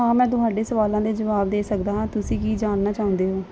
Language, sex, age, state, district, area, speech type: Punjabi, female, 30-45, Punjab, Gurdaspur, urban, read